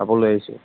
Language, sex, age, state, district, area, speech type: Assamese, male, 45-60, Assam, Darrang, rural, conversation